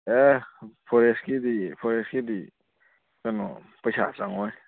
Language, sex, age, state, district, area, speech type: Manipuri, male, 18-30, Manipur, Kakching, rural, conversation